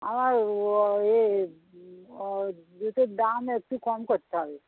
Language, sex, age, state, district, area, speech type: Bengali, female, 60+, West Bengal, Hooghly, rural, conversation